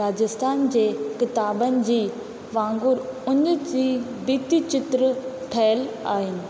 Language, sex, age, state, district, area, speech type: Sindhi, female, 18-30, Rajasthan, Ajmer, urban, spontaneous